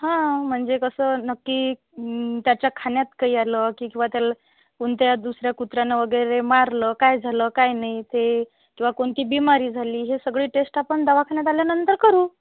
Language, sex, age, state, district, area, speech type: Marathi, female, 45-60, Maharashtra, Amravati, rural, conversation